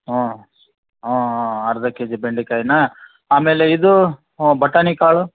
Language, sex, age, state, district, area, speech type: Kannada, male, 30-45, Karnataka, Vijayanagara, rural, conversation